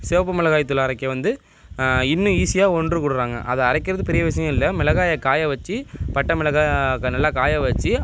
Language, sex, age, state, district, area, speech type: Tamil, male, 18-30, Tamil Nadu, Nagapattinam, rural, spontaneous